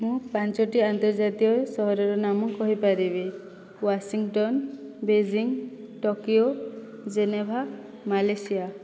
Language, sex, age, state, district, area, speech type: Odia, female, 18-30, Odisha, Boudh, rural, spontaneous